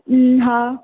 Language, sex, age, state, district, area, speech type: Sindhi, female, 18-30, Madhya Pradesh, Katni, urban, conversation